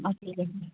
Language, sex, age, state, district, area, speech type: Assamese, female, 18-30, Assam, Charaideo, rural, conversation